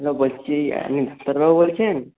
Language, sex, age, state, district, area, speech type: Bengali, male, 18-30, West Bengal, Nadia, rural, conversation